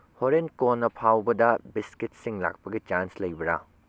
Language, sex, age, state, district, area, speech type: Manipuri, male, 18-30, Manipur, Bishnupur, rural, read